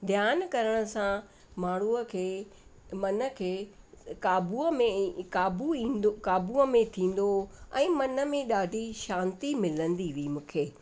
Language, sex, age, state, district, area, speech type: Sindhi, female, 60+, Rajasthan, Ajmer, urban, spontaneous